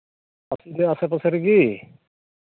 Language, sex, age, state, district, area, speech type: Santali, male, 45-60, West Bengal, Malda, rural, conversation